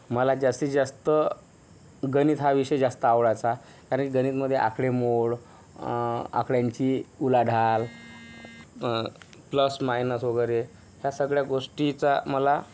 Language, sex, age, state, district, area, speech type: Marathi, male, 30-45, Maharashtra, Yavatmal, rural, spontaneous